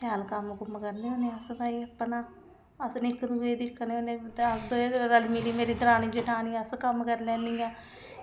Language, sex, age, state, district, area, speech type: Dogri, female, 45-60, Jammu and Kashmir, Samba, rural, spontaneous